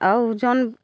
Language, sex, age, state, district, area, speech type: Hindi, female, 60+, Uttar Pradesh, Bhadohi, rural, spontaneous